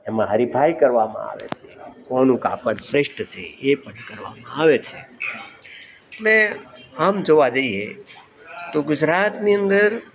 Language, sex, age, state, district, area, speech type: Gujarati, male, 60+, Gujarat, Rajkot, urban, spontaneous